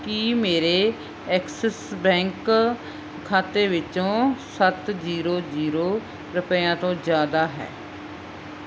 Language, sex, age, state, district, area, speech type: Punjabi, female, 30-45, Punjab, Mansa, rural, read